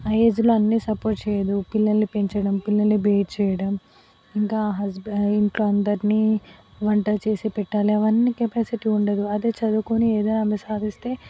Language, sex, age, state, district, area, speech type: Telugu, female, 18-30, Telangana, Vikarabad, rural, spontaneous